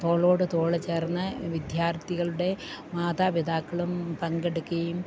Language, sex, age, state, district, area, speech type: Malayalam, female, 45-60, Kerala, Idukki, rural, spontaneous